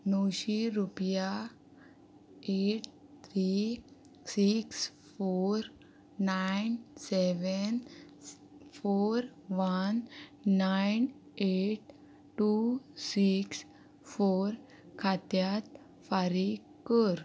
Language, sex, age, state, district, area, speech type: Goan Konkani, female, 18-30, Goa, Ponda, rural, read